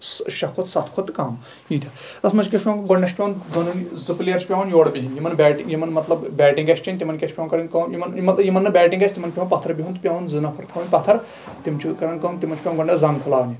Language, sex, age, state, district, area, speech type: Kashmiri, male, 18-30, Jammu and Kashmir, Kulgam, rural, spontaneous